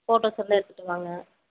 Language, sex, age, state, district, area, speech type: Tamil, female, 30-45, Tamil Nadu, Coimbatore, rural, conversation